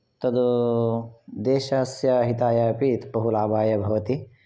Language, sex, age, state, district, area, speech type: Sanskrit, male, 45-60, Karnataka, Shimoga, urban, spontaneous